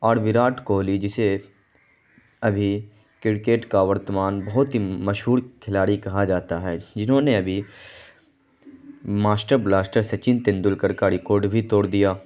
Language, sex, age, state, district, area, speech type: Urdu, male, 18-30, Bihar, Saharsa, rural, spontaneous